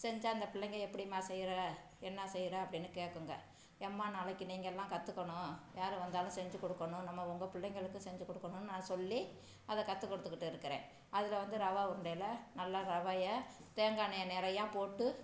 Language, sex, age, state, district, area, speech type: Tamil, female, 45-60, Tamil Nadu, Tiruchirappalli, rural, spontaneous